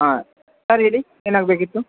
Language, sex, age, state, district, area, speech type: Kannada, male, 30-45, Karnataka, Dakshina Kannada, rural, conversation